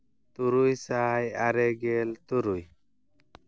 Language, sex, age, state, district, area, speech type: Santali, male, 30-45, Jharkhand, East Singhbhum, rural, spontaneous